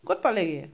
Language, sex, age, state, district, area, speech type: Assamese, female, 45-60, Assam, Sivasagar, rural, spontaneous